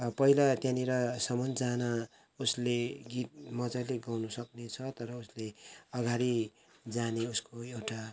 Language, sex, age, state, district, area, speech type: Nepali, male, 45-60, West Bengal, Kalimpong, rural, spontaneous